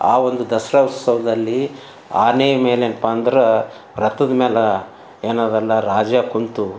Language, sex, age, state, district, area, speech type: Kannada, male, 60+, Karnataka, Bidar, urban, spontaneous